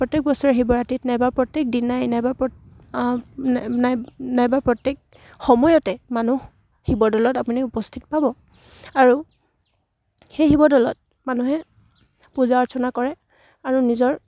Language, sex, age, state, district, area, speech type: Assamese, female, 18-30, Assam, Charaideo, rural, spontaneous